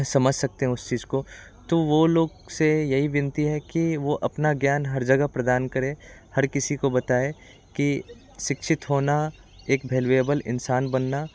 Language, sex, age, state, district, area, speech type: Hindi, male, 18-30, Bihar, Muzaffarpur, urban, spontaneous